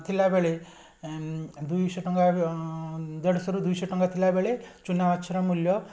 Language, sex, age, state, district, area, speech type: Odia, male, 45-60, Odisha, Puri, urban, spontaneous